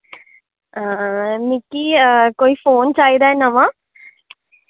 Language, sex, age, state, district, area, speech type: Dogri, female, 30-45, Jammu and Kashmir, Udhampur, urban, conversation